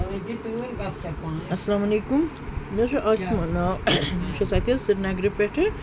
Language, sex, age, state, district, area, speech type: Kashmiri, female, 30-45, Jammu and Kashmir, Srinagar, urban, spontaneous